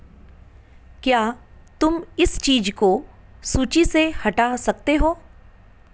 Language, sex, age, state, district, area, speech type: Hindi, female, 30-45, Madhya Pradesh, Ujjain, urban, read